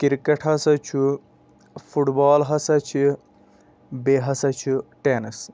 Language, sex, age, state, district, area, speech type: Kashmiri, male, 30-45, Jammu and Kashmir, Anantnag, rural, spontaneous